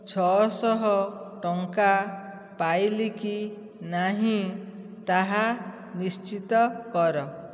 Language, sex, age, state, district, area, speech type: Odia, female, 60+, Odisha, Dhenkanal, rural, read